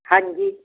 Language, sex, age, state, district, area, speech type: Punjabi, female, 60+, Punjab, Barnala, rural, conversation